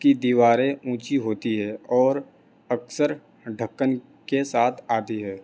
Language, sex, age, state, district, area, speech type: Urdu, male, 18-30, Delhi, North East Delhi, urban, spontaneous